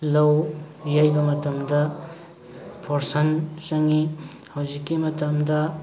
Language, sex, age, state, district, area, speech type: Manipuri, male, 30-45, Manipur, Thoubal, rural, spontaneous